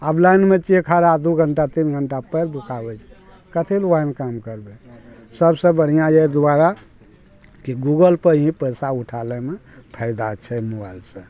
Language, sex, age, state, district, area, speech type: Maithili, male, 60+, Bihar, Araria, rural, spontaneous